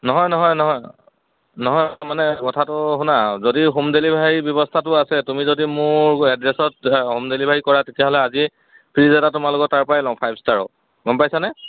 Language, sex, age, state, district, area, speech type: Assamese, male, 30-45, Assam, Golaghat, rural, conversation